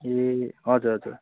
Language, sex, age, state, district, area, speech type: Nepali, male, 30-45, West Bengal, Kalimpong, rural, conversation